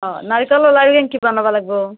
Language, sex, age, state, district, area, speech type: Assamese, female, 30-45, Assam, Nalbari, rural, conversation